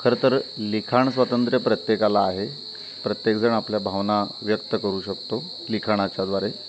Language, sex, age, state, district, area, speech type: Marathi, male, 30-45, Maharashtra, Ratnagiri, rural, spontaneous